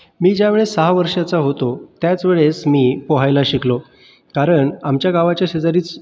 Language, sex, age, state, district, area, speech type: Marathi, male, 30-45, Maharashtra, Buldhana, urban, spontaneous